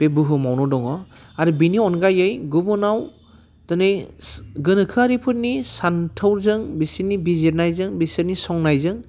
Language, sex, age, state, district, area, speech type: Bodo, male, 30-45, Assam, Udalguri, urban, spontaneous